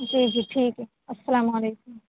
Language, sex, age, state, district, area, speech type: Urdu, female, 30-45, Uttar Pradesh, Aligarh, rural, conversation